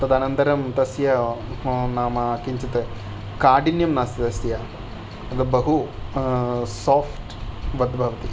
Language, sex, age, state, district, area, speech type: Sanskrit, male, 30-45, Kerala, Thrissur, urban, spontaneous